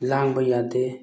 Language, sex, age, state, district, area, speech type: Manipuri, male, 45-60, Manipur, Bishnupur, rural, spontaneous